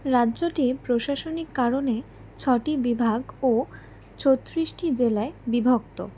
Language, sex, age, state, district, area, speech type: Bengali, female, 18-30, West Bengal, Howrah, urban, read